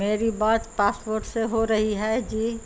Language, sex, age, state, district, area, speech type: Urdu, female, 60+, Bihar, Gaya, urban, spontaneous